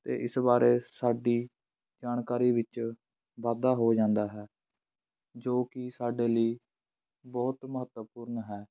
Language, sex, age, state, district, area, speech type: Punjabi, male, 18-30, Punjab, Fatehgarh Sahib, rural, spontaneous